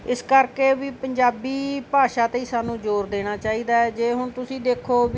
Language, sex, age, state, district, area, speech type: Punjabi, female, 45-60, Punjab, Bathinda, urban, spontaneous